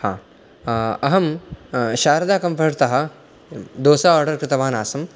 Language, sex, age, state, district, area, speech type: Sanskrit, male, 18-30, Karnataka, Uttara Kannada, rural, spontaneous